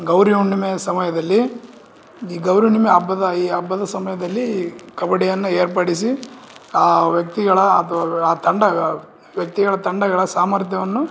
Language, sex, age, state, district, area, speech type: Kannada, male, 18-30, Karnataka, Bellary, rural, spontaneous